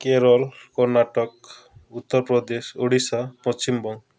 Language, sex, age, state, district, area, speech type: Odia, male, 30-45, Odisha, Bargarh, urban, spontaneous